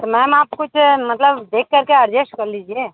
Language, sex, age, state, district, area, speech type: Hindi, female, 45-60, Uttar Pradesh, Mirzapur, rural, conversation